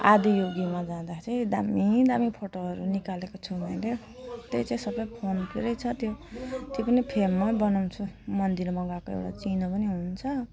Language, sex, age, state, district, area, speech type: Nepali, female, 45-60, West Bengal, Alipurduar, rural, spontaneous